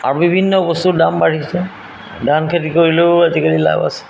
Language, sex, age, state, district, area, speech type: Assamese, male, 60+, Assam, Golaghat, rural, spontaneous